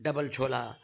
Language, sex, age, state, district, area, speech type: Sindhi, male, 45-60, Delhi, South Delhi, urban, spontaneous